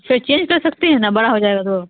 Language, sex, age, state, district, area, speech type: Urdu, female, 18-30, Bihar, Saharsa, rural, conversation